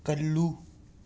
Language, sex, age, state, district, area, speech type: Manipuri, male, 30-45, Manipur, Imphal West, urban, read